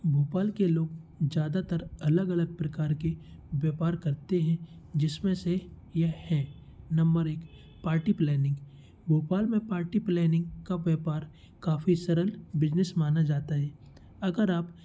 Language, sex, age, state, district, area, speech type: Hindi, male, 18-30, Madhya Pradesh, Bhopal, urban, spontaneous